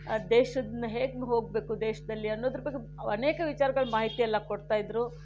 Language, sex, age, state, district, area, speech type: Kannada, female, 60+, Karnataka, Shimoga, rural, spontaneous